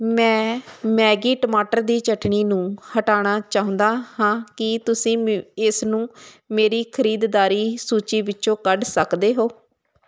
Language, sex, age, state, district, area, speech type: Punjabi, female, 30-45, Punjab, Hoshiarpur, rural, read